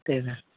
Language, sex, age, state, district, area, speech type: Hindi, male, 18-30, Bihar, Muzaffarpur, rural, conversation